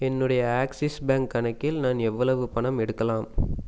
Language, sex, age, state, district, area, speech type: Tamil, male, 18-30, Tamil Nadu, Namakkal, rural, read